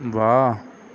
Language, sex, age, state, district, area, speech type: Punjabi, male, 30-45, Punjab, Bathinda, rural, read